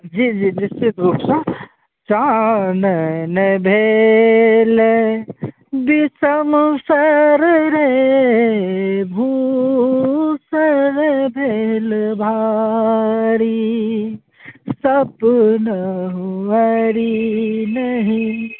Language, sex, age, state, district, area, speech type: Maithili, male, 30-45, Bihar, Supaul, urban, conversation